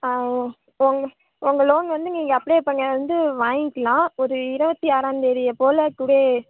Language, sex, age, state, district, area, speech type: Tamil, female, 18-30, Tamil Nadu, Tiruvarur, urban, conversation